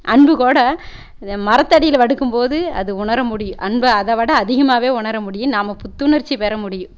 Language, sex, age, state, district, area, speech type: Tamil, female, 30-45, Tamil Nadu, Erode, rural, spontaneous